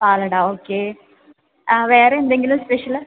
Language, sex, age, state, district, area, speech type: Malayalam, female, 18-30, Kerala, Wayanad, rural, conversation